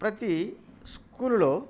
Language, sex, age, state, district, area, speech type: Telugu, male, 45-60, Andhra Pradesh, Bapatla, urban, spontaneous